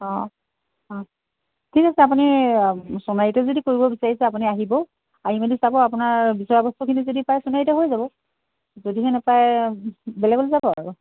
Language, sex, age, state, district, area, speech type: Assamese, female, 60+, Assam, Charaideo, urban, conversation